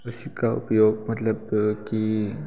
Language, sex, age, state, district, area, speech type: Hindi, male, 18-30, Uttar Pradesh, Bhadohi, urban, spontaneous